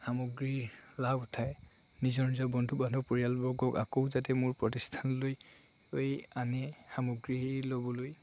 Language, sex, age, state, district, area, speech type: Assamese, male, 18-30, Assam, Charaideo, rural, spontaneous